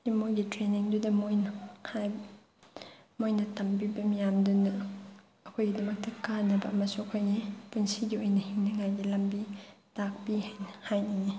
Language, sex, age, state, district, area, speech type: Manipuri, female, 30-45, Manipur, Chandel, rural, spontaneous